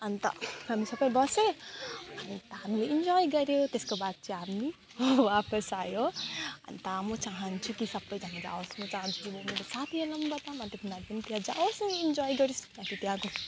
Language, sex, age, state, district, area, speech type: Nepali, female, 30-45, West Bengal, Alipurduar, urban, spontaneous